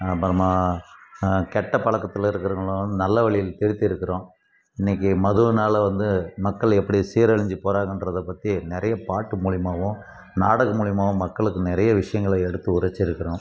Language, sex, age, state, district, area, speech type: Tamil, male, 60+, Tamil Nadu, Krishnagiri, rural, spontaneous